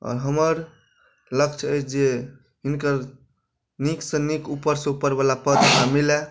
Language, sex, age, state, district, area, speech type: Maithili, male, 45-60, Bihar, Madhubani, urban, spontaneous